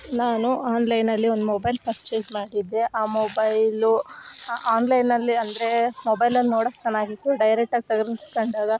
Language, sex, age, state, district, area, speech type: Kannada, female, 18-30, Karnataka, Chikkamagaluru, rural, spontaneous